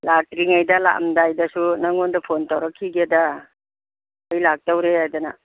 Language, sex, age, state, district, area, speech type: Manipuri, female, 60+, Manipur, Churachandpur, urban, conversation